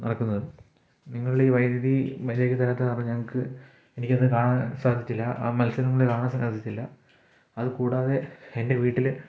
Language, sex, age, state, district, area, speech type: Malayalam, male, 18-30, Kerala, Kottayam, rural, spontaneous